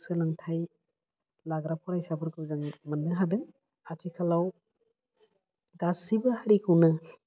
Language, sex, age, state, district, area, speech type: Bodo, female, 45-60, Assam, Udalguri, urban, spontaneous